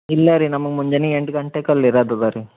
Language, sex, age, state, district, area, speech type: Kannada, male, 18-30, Karnataka, Bidar, urban, conversation